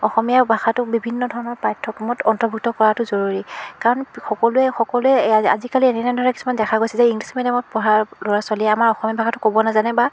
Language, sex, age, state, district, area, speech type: Assamese, female, 45-60, Assam, Biswanath, rural, spontaneous